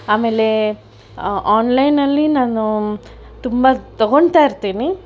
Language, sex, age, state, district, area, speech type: Kannada, female, 60+, Karnataka, Bangalore Urban, urban, spontaneous